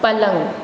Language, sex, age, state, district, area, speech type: Hindi, female, 60+, Rajasthan, Jodhpur, urban, read